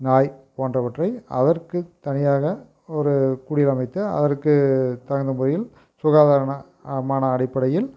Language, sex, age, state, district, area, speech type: Tamil, male, 45-60, Tamil Nadu, Erode, rural, spontaneous